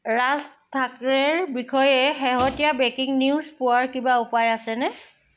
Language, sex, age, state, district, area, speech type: Assamese, female, 30-45, Assam, Sivasagar, rural, read